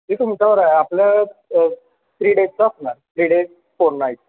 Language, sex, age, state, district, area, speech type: Marathi, male, 18-30, Maharashtra, Kolhapur, urban, conversation